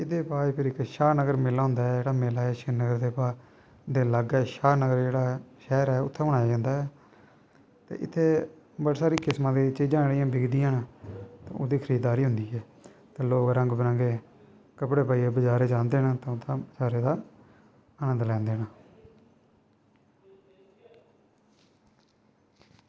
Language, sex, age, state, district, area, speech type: Dogri, male, 18-30, Jammu and Kashmir, Kathua, rural, spontaneous